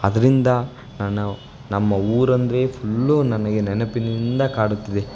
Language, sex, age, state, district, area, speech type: Kannada, male, 18-30, Karnataka, Chamarajanagar, rural, spontaneous